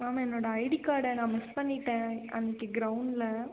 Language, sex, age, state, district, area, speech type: Tamil, female, 18-30, Tamil Nadu, Cuddalore, rural, conversation